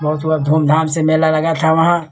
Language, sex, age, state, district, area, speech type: Hindi, male, 60+, Uttar Pradesh, Lucknow, rural, spontaneous